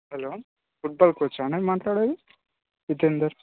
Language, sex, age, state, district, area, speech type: Telugu, male, 18-30, Telangana, Yadadri Bhuvanagiri, urban, conversation